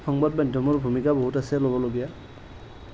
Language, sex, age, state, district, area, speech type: Assamese, male, 30-45, Assam, Nalbari, rural, spontaneous